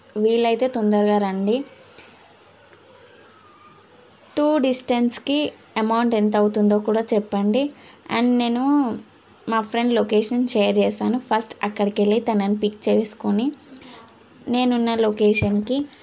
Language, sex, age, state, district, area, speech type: Telugu, female, 18-30, Telangana, Suryapet, urban, spontaneous